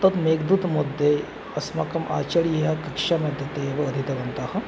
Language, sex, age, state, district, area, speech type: Sanskrit, male, 30-45, West Bengal, North 24 Parganas, urban, spontaneous